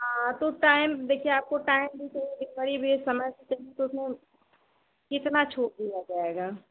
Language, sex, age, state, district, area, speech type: Hindi, female, 45-60, Uttar Pradesh, Azamgarh, urban, conversation